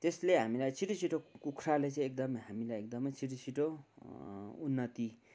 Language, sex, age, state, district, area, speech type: Nepali, male, 45-60, West Bengal, Kalimpong, rural, spontaneous